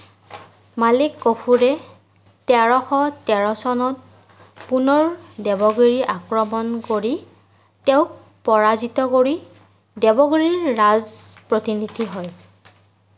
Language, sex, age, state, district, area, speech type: Assamese, female, 30-45, Assam, Nagaon, rural, read